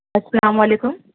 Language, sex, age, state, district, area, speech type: Urdu, male, 30-45, Telangana, Hyderabad, urban, conversation